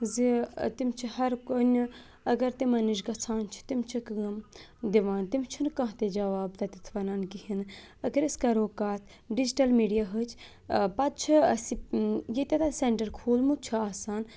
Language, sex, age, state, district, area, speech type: Kashmiri, female, 18-30, Jammu and Kashmir, Budgam, urban, spontaneous